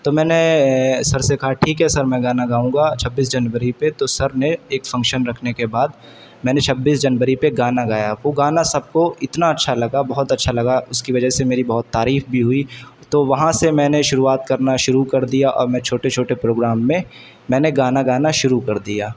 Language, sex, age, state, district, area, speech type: Urdu, male, 18-30, Uttar Pradesh, Shahjahanpur, urban, spontaneous